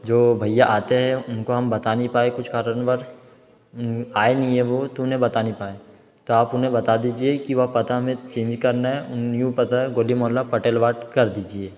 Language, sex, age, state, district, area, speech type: Hindi, male, 18-30, Madhya Pradesh, Betul, urban, spontaneous